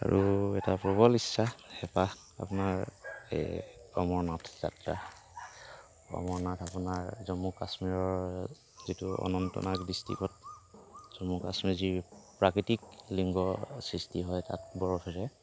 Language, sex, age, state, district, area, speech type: Assamese, male, 45-60, Assam, Kamrup Metropolitan, urban, spontaneous